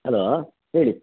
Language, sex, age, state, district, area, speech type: Kannada, male, 60+, Karnataka, Dakshina Kannada, rural, conversation